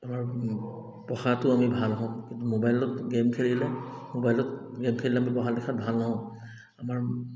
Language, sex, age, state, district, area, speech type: Assamese, male, 30-45, Assam, Dibrugarh, urban, spontaneous